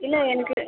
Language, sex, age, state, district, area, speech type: Tamil, female, 30-45, Tamil Nadu, Viluppuram, rural, conversation